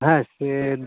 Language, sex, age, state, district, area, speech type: Bengali, male, 30-45, West Bengal, North 24 Parganas, urban, conversation